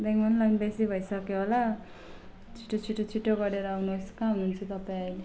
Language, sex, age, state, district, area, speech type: Nepali, female, 18-30, West Bengal, Alipurduar, urban, spontaneous